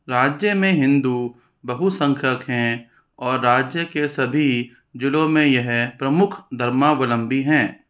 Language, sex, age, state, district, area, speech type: Hindi, male, 45-60, Rajasthan, Jaipur, urban, read